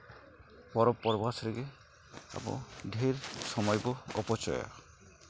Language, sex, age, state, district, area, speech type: Santali, male, 45-60, West Bengal, Uttar Dinajpur, rural, spontaneous